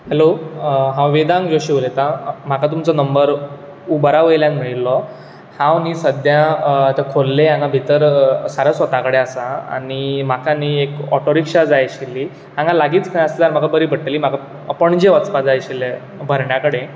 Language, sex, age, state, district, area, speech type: Goan Konkani, male, 18-30, Goa, Bardez, urban, spontaneous